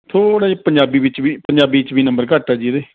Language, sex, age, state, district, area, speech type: Punjabi, male, 30-45, Punjab, Rupnagar, rural, conversation